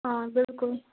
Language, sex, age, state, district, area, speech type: Kashmiri, female, 45-60, Jammu and Kashmir, Baramulla, urban, conversation